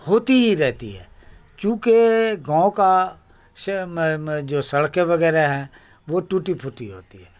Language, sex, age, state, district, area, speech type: Urdu, male, 60+, Bihar, Khagaria, rural, spontaneous